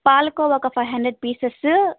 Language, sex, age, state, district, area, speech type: Telugu, female, 18-30, Andhra Pradesh, Nellore, rural, conversation